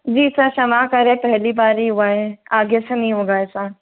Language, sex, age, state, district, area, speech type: Hindi, female, 18-30, Rajasthan, Jodhpur, urban, conversation